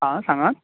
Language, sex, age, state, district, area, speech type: Goan Konkani, male, 45-60, Goa, Bardez, rural, conversation